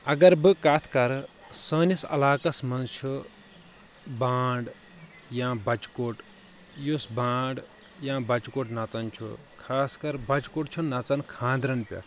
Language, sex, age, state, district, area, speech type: Kashmiri, male, 30-45, Jammu and Kashmir, Kulgam, urban, spontaneous